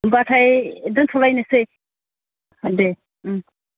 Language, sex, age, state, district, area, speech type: Bodo, female, 45-60, Assam, Baksa, rural, conversation